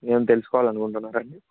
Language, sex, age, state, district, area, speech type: Telugu, male, 18-30, Andhra Pradesh, Sri Satya Sai, urban, conversation